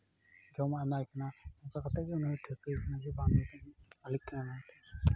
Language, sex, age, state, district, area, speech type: Santali, male, 30-45, West Bengal, Jhargram, rural, spontaneous